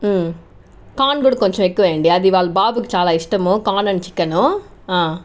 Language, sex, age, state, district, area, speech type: Telugu, female, 60+, Andhra Pradesh, Chittoor, rural, spontaneous